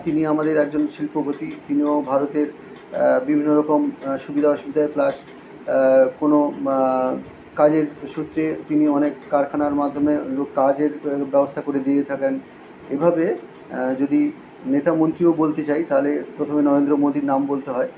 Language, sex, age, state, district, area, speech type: Bengali, male, 45-60, West Bengal, Kolkata, urban, spontaneous